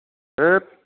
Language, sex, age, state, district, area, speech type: Bodo, male, 30-45, Assam, Kokrajhar, urban, conversation